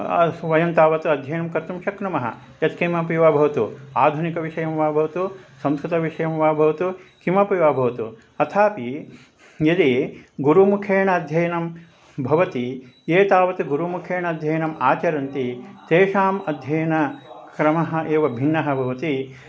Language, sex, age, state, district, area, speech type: Sanskrit, male, 60+, Karnataka, Mandya, rural, spontaneous